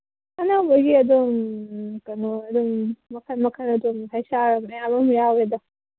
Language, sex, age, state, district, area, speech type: Manipuri, female, 30-45, Manipur, Kangpokpi, urban, conversation